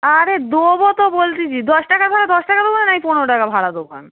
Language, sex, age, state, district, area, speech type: Bengali, female, 18-30, West Bengal, Darjeeling, rural, conversation